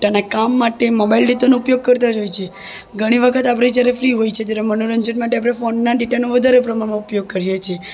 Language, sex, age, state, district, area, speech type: Gujarati, female, 18-30, Gujarat, Surat, rural, spontaneous